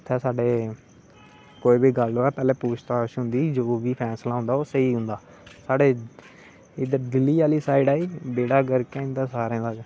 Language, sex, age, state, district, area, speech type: Dogri, male, 18-30, Jammu and Kashmir, Samba, urban, spontaneous